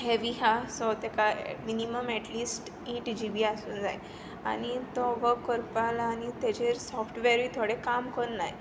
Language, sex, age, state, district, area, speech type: Goan Konkani, female, 18-30, Goa, Tiswadi, rural, spontaneous